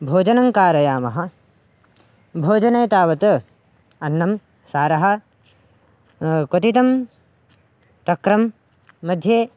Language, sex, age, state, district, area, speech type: Sanskrit, male, 18-30, Karnataka, Raichur, urban, spontaneous